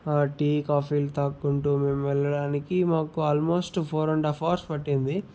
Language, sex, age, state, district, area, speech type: Telugu, male, 30-45, Andhra Pradesh, Sri Balaji, rural, spontaneous